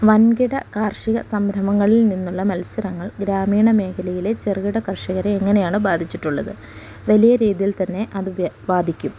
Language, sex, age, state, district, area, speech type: Malayalam, female, 30-45, Kerala, Malappuram, rural, spontaneous